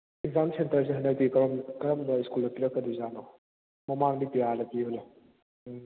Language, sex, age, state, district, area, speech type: Manipuri, male, 18-30, Manipur, Kakching, rural, conversation